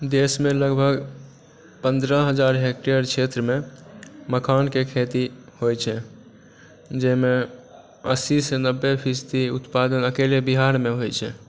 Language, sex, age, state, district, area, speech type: Maithili, male, 18-30, Bihar, Supaul, rural, spontaneous